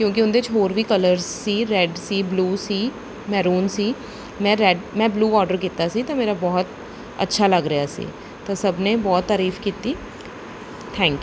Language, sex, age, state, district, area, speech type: Punjabi, female, 30-45, Punjab, Bathinda, urban, spontaneous